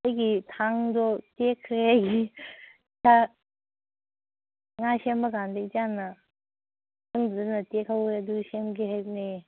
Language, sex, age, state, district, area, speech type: Manipuri, female, 45-60, Manipur, Ukhrul, rural, conversation